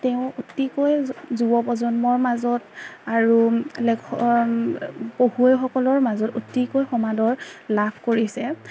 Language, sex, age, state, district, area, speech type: Assamese, female, 18-30, Assam, Majuli, urban, spontaneous